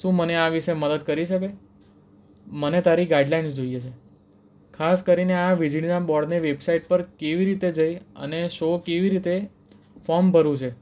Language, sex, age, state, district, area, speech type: Gujarati, male, 18-30, Gujarat, Anand, urban, spontaneous